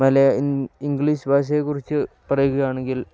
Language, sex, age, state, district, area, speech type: Malayalam, male, 18-30, Kerala, Kozhikode, rural, spontaneous